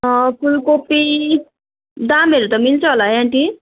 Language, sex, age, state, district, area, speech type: Nepali, female, 18-30, West Bengal, Darjeeling, rural, conversation